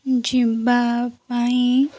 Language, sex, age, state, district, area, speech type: Odia, female, 18-30, Odisha, Koraput, urban, spontaneous